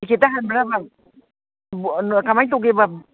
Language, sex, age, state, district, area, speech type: Manipuri, female, 60+, Manipur, Imphal East, rural, conversation